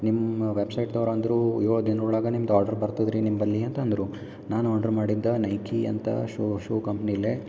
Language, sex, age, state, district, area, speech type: Kannada, male, 18-30, Karnataka, Gulbarga, urban, spontaneous